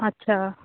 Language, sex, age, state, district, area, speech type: Punjabi, female, 30-45, Punjab, Fazilka, rural, conversation